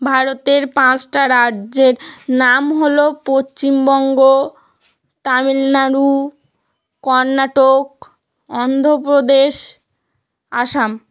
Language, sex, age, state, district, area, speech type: Bengali, female, 18-30, West Bengal, North 24 Parganas, rural, spontaneous